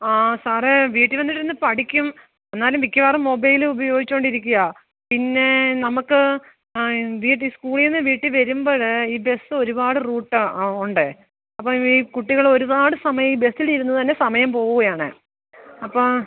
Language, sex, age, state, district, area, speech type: Malayalam, female, 45-60, Kerala, Alappuzha, rural, conversation